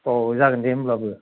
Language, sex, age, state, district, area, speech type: Bodo, male, 30-45, Assam, Baksa, urban, conversation